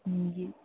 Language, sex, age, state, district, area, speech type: Urdu, male, 18-30, Delhi, North West Delhi, urban, conversation